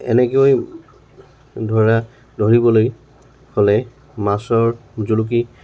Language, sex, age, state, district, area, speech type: Assamese, male, 60+, Assam, Tinsukia, rural, spontaneous